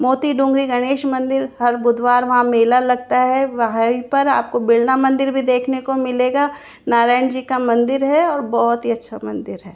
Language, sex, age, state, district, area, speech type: Hindi, female, 30-45, Rajasthan, Jaipur, urban, spontaneous